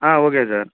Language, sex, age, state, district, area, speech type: Tamil, male, 30-45, Tamil Nadu, Namakkal, rural, conversation